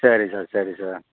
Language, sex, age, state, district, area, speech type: Tamil, male, 30-45, Tamil Nadu, Nagapattinam, rural, conversation